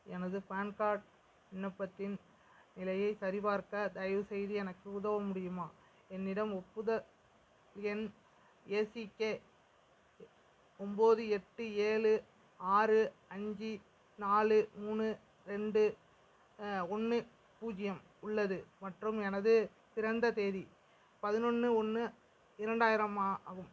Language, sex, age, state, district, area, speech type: Tamil, male, 30-45, Tamil Nadu, Mayiladuthurai, rural, read